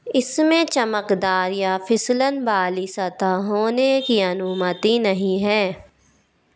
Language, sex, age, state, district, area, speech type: Hindi, female, 45-60, Madhya Pradesh, Bhopal, urban, read